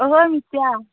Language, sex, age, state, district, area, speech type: Bodo, female, 18-30, Assam, Chirang, rural, conversation